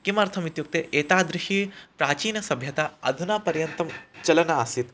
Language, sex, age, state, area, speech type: Sanskrit, male, 18-30, Chhattisgarh, urban, spontaneous